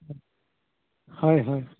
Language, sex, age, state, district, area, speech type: Assamese, male, 45-60, Assam, Dhemaji, rural, conversation